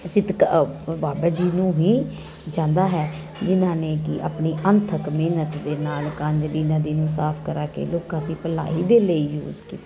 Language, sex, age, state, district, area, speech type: Punjabi, female, 30-45, Punjab, Kapurthala, urban, spontaneous